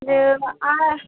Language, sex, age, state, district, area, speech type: Bengali, female, 30-45, West Bengal, Murshidabad, rural, conversation